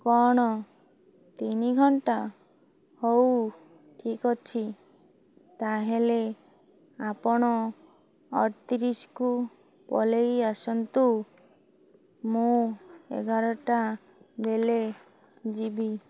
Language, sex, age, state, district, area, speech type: Odia, male, 30-45, Odisha, Malkangiri, urban, spontaneous